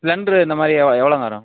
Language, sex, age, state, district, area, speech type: Tamil, male, 18-30, Tamil Nadu, Madurai, rural, conversation